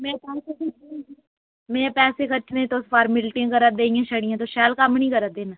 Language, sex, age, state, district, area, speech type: Dogri, female, 18-30, Jammu and Kashmir, Udhampur, rural, conversation